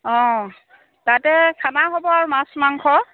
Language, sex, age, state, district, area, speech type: Assamese, female, 45-60, Assam, Lakhimpur, rural, conversation